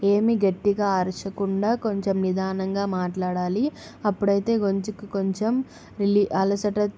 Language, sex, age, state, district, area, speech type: Telugu, female, 18-30, Andhra Pradesh, Kadapa, urban, spontaneous